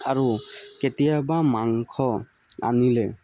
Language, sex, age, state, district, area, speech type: Assamese, male, 18-30, Assam, Tinsukia, rural, spontaneous